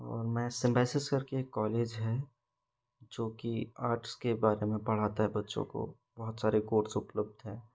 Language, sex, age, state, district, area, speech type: Hindi, male, 18-30, Madhya Pradesh, Balaghat, rural, spontaneous